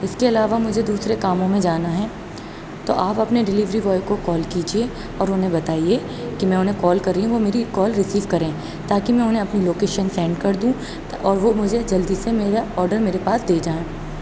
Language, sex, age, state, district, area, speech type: Urdu, female, 30-45, Uttar Pradesh, Aligarh, urban, spontaneous